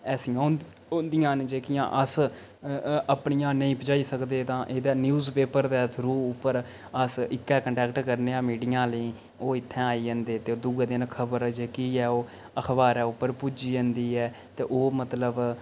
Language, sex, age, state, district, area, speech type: Dogri, male, 30-45, Jammu and Kashmir, Reasi, rural, spontaneous